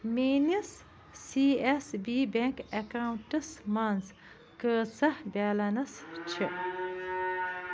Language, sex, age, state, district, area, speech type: Kashmiri, female, 45-60, Jammu and Kashmir, Bandipora, rural, read